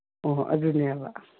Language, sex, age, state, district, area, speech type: Manipuri, female, 60+, Manipur, Imphal East, rural, conversation